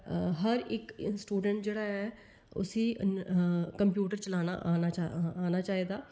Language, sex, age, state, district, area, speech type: Dogri, female, 30-45, Jammu and Kashmir, Kathua, rural, spontaneous